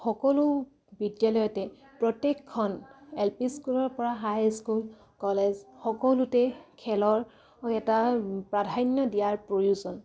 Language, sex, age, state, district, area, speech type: Assamese, female, 18-30, Assam, Dibrugarh, rural, spontaneous